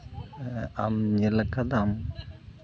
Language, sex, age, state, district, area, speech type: Santali, male, 45-60, West Bengal, Purulia, rural, spontaneous